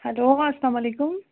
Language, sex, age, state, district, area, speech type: Kashmiri, female, 30-45, Jammu and Kashmir, Budgam, rural, conversation